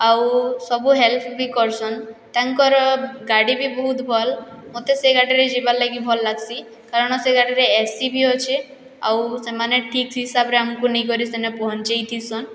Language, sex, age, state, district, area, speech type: Odia, female, 18-30, Odisha, Boudh, rural, spontaneous